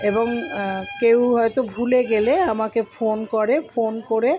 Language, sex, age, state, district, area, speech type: Bengali, female, 60+, West Bengal, Purba Bardhaman, urban, spontaneous